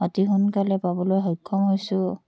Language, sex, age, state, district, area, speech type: Assamese, female, 18-30, Assam, Tinsukia, urban, spontaneous